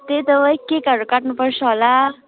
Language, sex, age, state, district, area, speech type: Nepali, female, 18-30, West Bengal, Kalimpong, rural, conversation